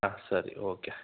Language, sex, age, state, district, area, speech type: Kannada, male, 18-30, Karnataka, Shimoga, rural, conversation